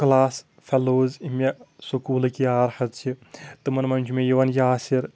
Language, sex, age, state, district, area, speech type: Kashmiri, male, 30-45, Jammu and Kashmir, Kulgam, rural, spontaneous